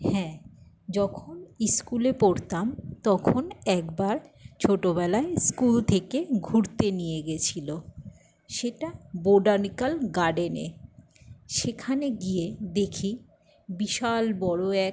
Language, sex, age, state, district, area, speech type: Bengali, female, 60+, West Bengal, Jhargram, rural, spontaneous